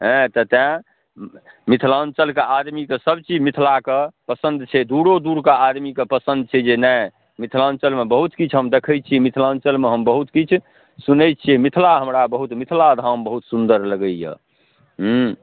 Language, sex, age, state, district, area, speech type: Maithili, male, 45-60, Bihar, Darbhanga, rural, conversation